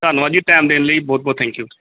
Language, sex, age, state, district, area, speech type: Punjabi, male, 30-45, Punjab, Gurdaspur, urban, conversation